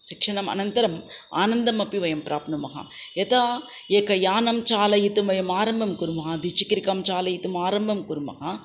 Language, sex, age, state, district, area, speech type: Sanskrit, female, 45-60, Andhra Pradesh, Chittoor, urban, spontaneous